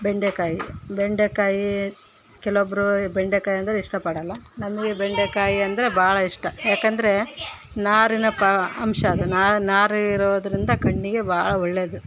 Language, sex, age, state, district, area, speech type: Kannada, female, 30-45, Karnataka, Vijayanagara, rural, spontaneous